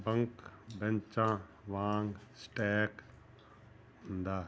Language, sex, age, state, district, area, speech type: Punjabi, male, 45-60, Punjab, Fazilka, rural, spontaneous